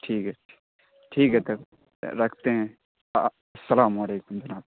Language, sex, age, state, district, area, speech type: Urdu, male, 30-45, Bihar, Darbhanga, urban, conversation